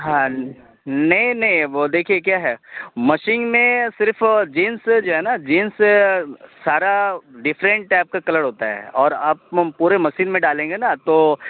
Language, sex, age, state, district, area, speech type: Urdu, male, 30-45, Bihar, Khagaria, rural, conversation